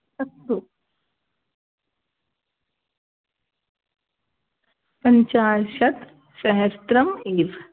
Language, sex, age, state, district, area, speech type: Sanskrit, other, 30-45, Rajasthan, Jaipur, urban, conversation